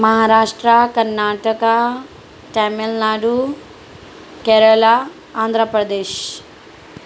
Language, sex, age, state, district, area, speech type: Urdu, female, 18-30, Telangana, Hyderabad, urban, spontaneous